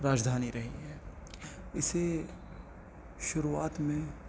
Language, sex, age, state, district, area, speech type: Urdu, male, 18-30, Delhi, North East Delhi, urban, spontaneous